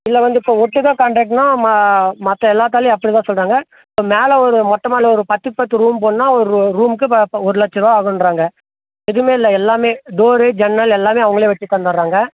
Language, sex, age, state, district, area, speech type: Tamil, male, 30-45, Tamil Nadu, Dharmapuri, rural, conversation